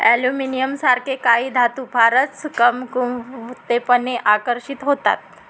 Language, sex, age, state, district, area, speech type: Marathi, female, 30-45, Maharashtra, Nagpur, rural, read